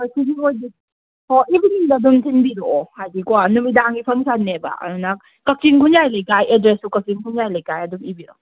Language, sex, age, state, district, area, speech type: Manipuri, female, 30-45, Manipur, Kakching, rural, conversation